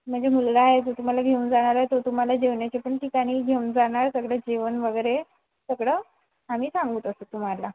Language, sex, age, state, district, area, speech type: Marathi, female, 18-30, Maharashtra, Wardha, rural, conversation